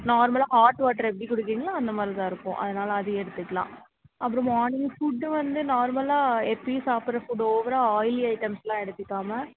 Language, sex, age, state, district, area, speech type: Tamil, female, 18-30, Tamil Nadu, Tirunelveli, rural, conversation